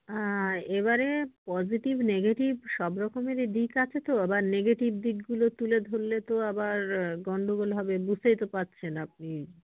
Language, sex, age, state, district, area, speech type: Bengali, female, 18-30, West Bengal, Hooghly, urban, conversation